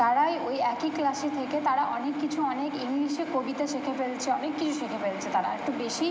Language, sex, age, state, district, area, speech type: Bengali, female, 45-60, West Bengal, Purba Bardhaman, urban, spontaneous